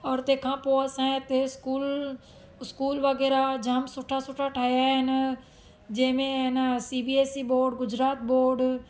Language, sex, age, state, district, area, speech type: Sindhi, female, 30-45, Gujarat, Surat, urban, spontaneous